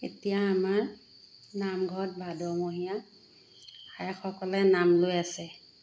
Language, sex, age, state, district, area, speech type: Assamese, female, 30-45, Assam, Golaghat, rural, spontaneous